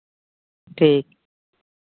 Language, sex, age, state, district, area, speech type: Santali, male, 30-45, Jharkhand, Seraikela Kharsawan, rural, conversation